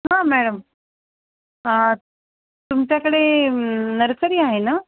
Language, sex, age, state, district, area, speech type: Marathi, female, 45-60, Maharashtra, Nanded, urban, conversation